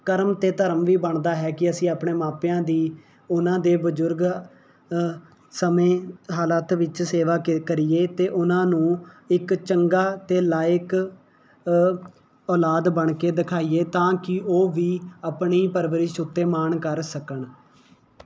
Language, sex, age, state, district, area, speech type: Punjabi, male, 18-30, Punjab, Mohali, urban, spontaneous